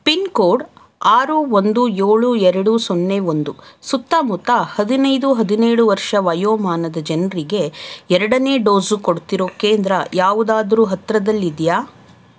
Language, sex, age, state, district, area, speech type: Kannada, female, 30-45, Karnataka, Davanagere, urban, read